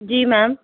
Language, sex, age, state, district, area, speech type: Urdu, female, 45-60, Uttar Pradesh, Rampur, urban, conversation